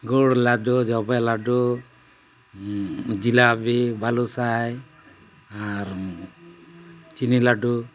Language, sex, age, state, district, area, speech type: Santali, male, 45-60, Jharkhand, Bokaro, rural, spontaneous